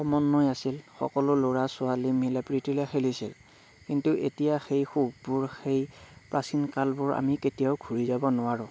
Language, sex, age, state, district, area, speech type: Assamese, male, 45-60, Assam, Darrang, rural, spontaneous